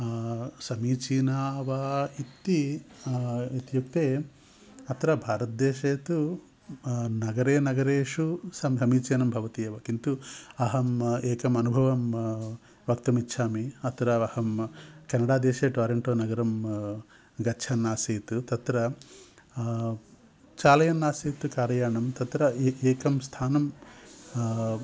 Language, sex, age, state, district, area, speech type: Sanskrit, male, 60+, Andhra Pradesh, Visakhapatnam, urban, spontaneous